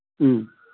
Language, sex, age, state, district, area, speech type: Manipuri, male, 60+, Manipur, Kangpokpi, urban, conversation